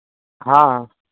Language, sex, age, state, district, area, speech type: Hindi, male, 30-45, Madhya Pradesh, Harda, urban, conversation